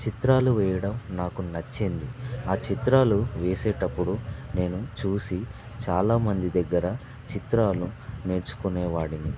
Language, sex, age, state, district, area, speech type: Telugu, male, 18-30, Telangana, Vikarabad, urban, spontaneous